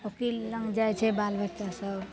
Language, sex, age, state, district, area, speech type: Maithili, female, 30-45, Bihar, Madhepura, rural, spontaneous